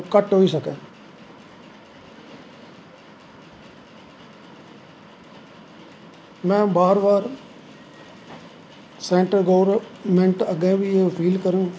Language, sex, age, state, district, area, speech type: Dogri, male, 45-60, Jammu and Kashmir, Samba, rural, spontaneous